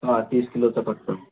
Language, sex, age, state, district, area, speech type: Marathi, male, 30-45, Maharashtra, Amravati, rural, conversation